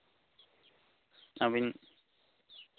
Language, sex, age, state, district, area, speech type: Santali, male, 30-45, Jharkhand, East Singhbhum, rural, conversation